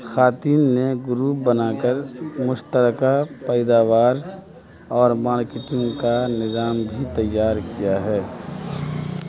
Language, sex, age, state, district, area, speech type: Urdu, male, 30-45, Bihar, Madhubani, rural, spontaneous